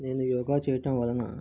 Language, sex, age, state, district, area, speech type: Telugu, male, 18-30, Andhra Pradesh, Vizianagaram, urban, spontaneous